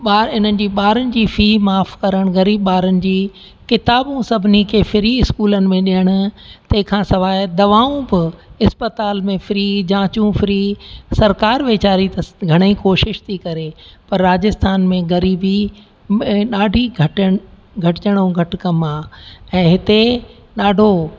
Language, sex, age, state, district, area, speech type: Sindhi, female, 60+, Rajasthan, Ajmer, urban, spontaneous